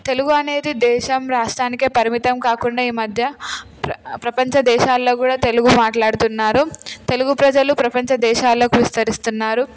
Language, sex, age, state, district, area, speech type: Telugu, female, 18-30, Telangana, Hyderabad, urban, spontaneous